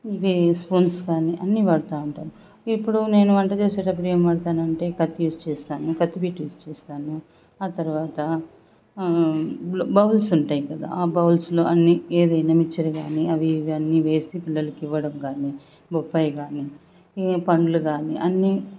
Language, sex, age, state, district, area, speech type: Telugu, female, 45-60, Andhra Pradesh, Sri Balaji, rural, spontaneous